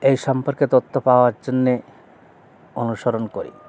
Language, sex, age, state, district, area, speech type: Bengali, male, 60+, West Bengal, Bankura, urban, spontaneous